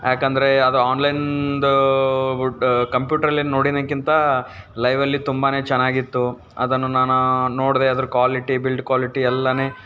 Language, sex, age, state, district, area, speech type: Kannada, male, 18-30, Karnataka, Bidar, urban, spontaneous